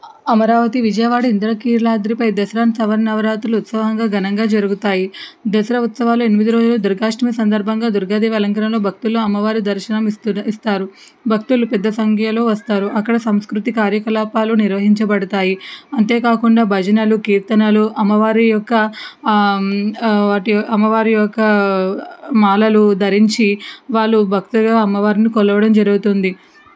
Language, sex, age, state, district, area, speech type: Telugu, female, 45-60, Andhra Pradesh, N T Rama Rao, urban, spontaneous